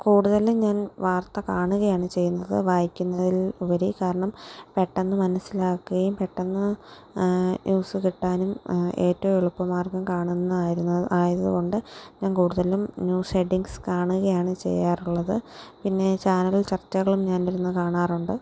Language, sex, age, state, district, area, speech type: Malayalam, female, 18-30, Kerala, Alappuzha, rural, spontaneous